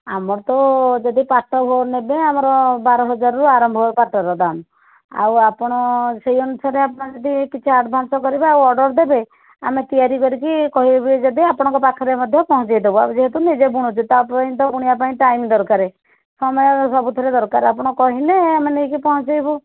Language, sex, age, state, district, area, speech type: Odia, female, 60+, Odisha, Jajpur, rural, conversation